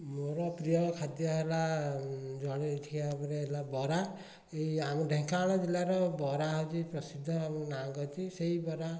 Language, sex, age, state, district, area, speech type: Odia, male, 45-60, Odisha, Dhenkanal, rural, spontaneous